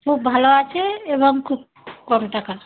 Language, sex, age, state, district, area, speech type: Bengali, female, 45-60, West Bengal, Darjeeling, urban, conversation